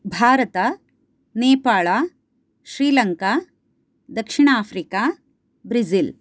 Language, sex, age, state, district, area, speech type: Sanskrit, female, 30-45, Karnataka, Chikkamagaluru, rural, spontaneous